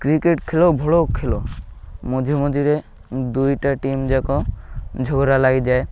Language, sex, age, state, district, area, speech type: Odia, male, 18-30, Odisha, Malkangiri, urban, spontaneous